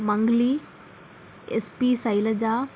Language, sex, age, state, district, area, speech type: Telugu, female, 18-30, Andhra Pradesh, Nandyal, urban, spontaneous